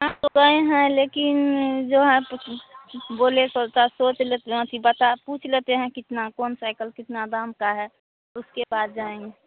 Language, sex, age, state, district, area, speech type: Hindi, female, 45-60, Bihar, Madhepura, rural, conversation